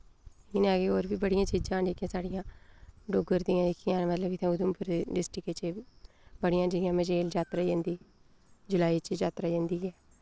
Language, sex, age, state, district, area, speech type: Dogri, female, 30-45, Jammu and Kashmir, Udhampur, rural, spontaneous